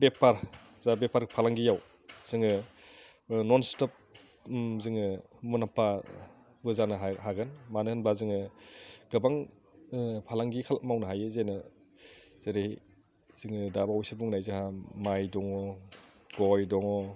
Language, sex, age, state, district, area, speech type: Bodo, male, 30-45, Assam, Udalguri, urban, spontaneous